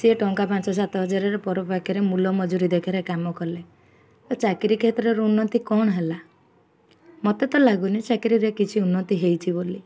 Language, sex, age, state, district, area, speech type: Odia, female, 18-30, Odisha, Jagatsinghpur, urban, spontaneous